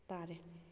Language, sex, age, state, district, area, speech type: Manipuri, female, 30-45, Manipur, Kakching, rural, spontaneous